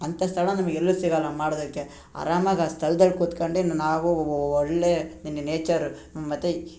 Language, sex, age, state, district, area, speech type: Kannada, male, 18-30, Karnataka, Chitradurga, urban, spontaneous